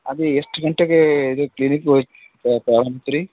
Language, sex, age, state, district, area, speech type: Kannada, male, 45-60, Karnataka, Gulbarga, urban, conversation